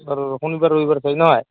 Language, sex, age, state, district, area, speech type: Assamese, male, 18-30, Assam, Goalpara, rural, conversation